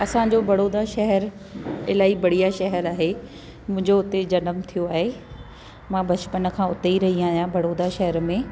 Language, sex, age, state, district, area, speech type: Sindhi, female, 30-45, Delhi, South Delhi, urban, spontaneous